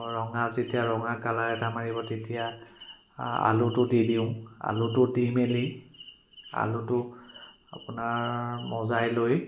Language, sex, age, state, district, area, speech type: Assamese, male, 30-45, Assam, Sivasagar, urban, spontaneous